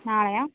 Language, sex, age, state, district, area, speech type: Malayalam, female, 45-60, Kerala, Wayanad, rural, conversation